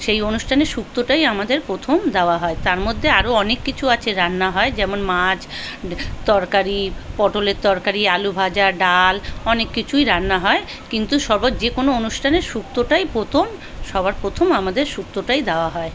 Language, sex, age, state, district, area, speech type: Bengali, female, 45-60, West Bengal, South 24 Parganas, rural, spontaneous